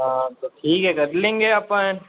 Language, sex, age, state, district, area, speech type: Hindi, male, 45-60, Rajasthan, Jodhpur, urban, conversation